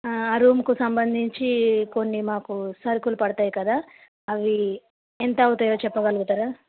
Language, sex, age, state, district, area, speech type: Telugu, female, 30-45, Telangana, Karimnagar, rural, conversation